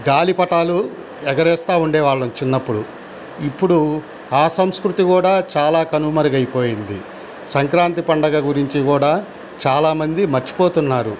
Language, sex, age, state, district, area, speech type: Telugu, male, 60+, Andhra Pradesh, Bapatla, urban, spontaneous